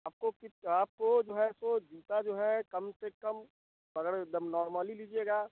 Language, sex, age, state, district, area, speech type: Hindi, male, 30-45, Bihar, Vaishali, rural, conversation